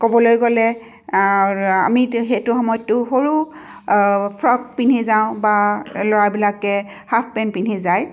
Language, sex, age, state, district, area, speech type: Assamese, female, 45-60, Assam, Tinsukia, rural, spontaneous